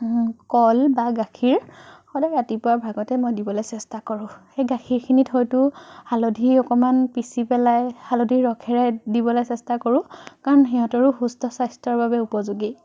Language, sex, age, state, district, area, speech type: Assamese, female, 30-45, Assam, Biswanath, rural, spontaneous